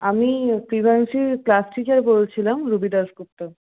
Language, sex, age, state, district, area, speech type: Bengali, female, 60+, West Bengal, Paschim Bardhaman, rural, conversation